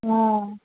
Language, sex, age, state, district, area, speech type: Maithili, female, 30-45, Bihar, Saharsa, rural, conversation